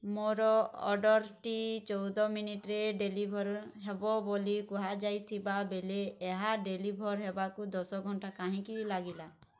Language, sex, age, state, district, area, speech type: Odia, female, 30-45, Odisha, Bargarh, urban, read